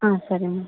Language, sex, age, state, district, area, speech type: Kannada, female, 30-45, Karnataka, Chikkaballapur, rural, conversation